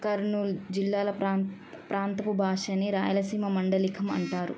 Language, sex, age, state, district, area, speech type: Telugu, female, 18-30, Telangana, Siddipet, urban, spontaneous